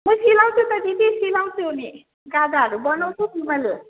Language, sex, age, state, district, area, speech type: Nepali, female, 45-60, West Bengal, Darjeeling, rural, conversation